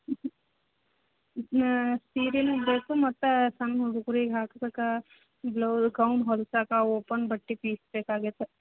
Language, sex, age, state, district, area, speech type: Kannada, female, 30-45, Karnataka, Gadag, rural, conversation